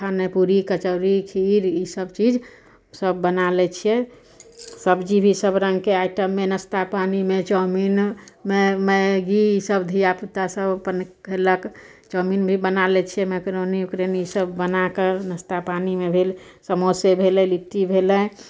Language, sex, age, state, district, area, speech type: Maithili, female, 30-45, Bihar, Samastipur, urban, spontaneous